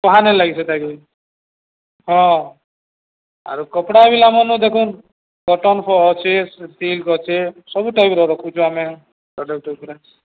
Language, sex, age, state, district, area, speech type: Odia, male, 45-60, Odisha, Nuapada, urban, conversation